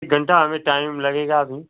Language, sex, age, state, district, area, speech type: Hindi, male, 45-60, Uttar Pradesh, Ghazipur, rural, conversation